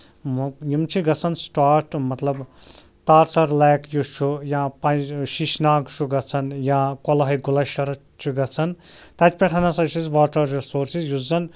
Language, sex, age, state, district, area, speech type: Kashmiri, male, 30-45, Jammu and Kashmir, Anantnag, rural, spontaneous